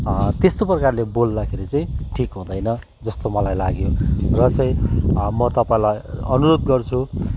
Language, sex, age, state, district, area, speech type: Nepali, male, 45-60, West Bengal, Kalimpong, rural, spontaneous